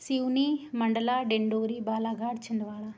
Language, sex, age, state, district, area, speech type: Hindi, female, 18-30, Madhya Pradesh, Seoni, urban, spontaneous